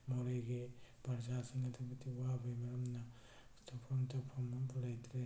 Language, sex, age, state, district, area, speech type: Manipuri, male, 18-30, Manipur, Tengnoupal, rural, spontaneous